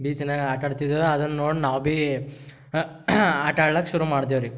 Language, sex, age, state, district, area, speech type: Kannada, male, 18-30, Karnataka, Gulbarga, urban, spontaneous